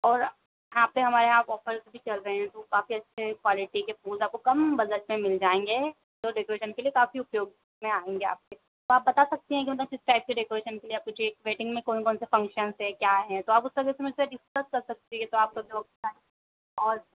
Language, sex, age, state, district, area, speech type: Hindi, female, 18-30, Madhya Pradesh, Harda, urban, conversation